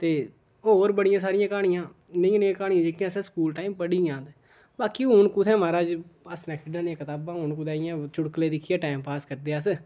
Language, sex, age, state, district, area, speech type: Dogri, male, 18-30, Jammu and Kashmir, Udhampur, rural, spontaneous